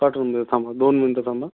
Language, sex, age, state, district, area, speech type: Marathi, male, 18-30, Maharashtra, Gondia, rural, conversation